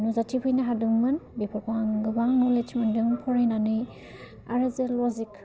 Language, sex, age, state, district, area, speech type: Bodo, female, 18-30, Assam, Udalguri, rural, spontaneous